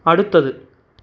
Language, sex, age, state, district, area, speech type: Malayalam, male, 18-30, Kerala, Thrissur, urban, read